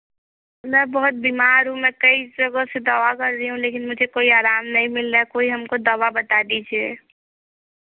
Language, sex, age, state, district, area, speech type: Hindi, female, 18-30, Uttar Pradesh, Chandauli, urban, conversation